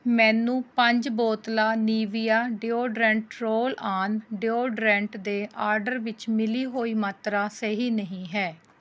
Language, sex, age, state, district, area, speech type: Punjabi, female, 30-45, Punjab, Rupnagar, urban, read